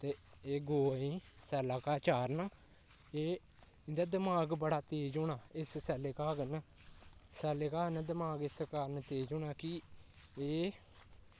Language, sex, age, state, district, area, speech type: Dogri, male, 18-30, Jammu and Kashmir, Kathua, rural, spontaneous